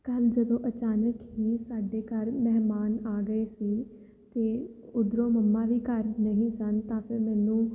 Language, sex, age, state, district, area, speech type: Punjabi, female, 18-30, Punjab, Fatehgarh Sahib, urban, spontaneous